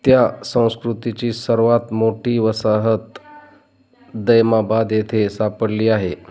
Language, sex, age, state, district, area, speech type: Marathi, male, 30-45, Maharashtra, Beed, rural, read